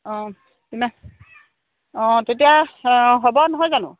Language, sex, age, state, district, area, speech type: Assamese, female, 45-60, Assam, Lakhimpur, rural, conversation